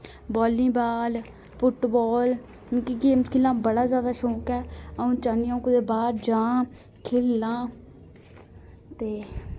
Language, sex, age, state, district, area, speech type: Dogri, female, 18-30, Jammu and Kashmir, Reasi, rural, spontaneous